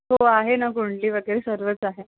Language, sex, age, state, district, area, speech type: Marathi, female, 18-30, Maharashtra, Amravati, rural, conversation